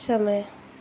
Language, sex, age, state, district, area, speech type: Hindi, female, 18-30, Uttar Pradesh, Ghazipur, rural, read